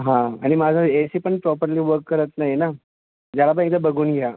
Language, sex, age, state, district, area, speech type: Marathi, male, 18-30, Maharashtra, Thane, urban, conversation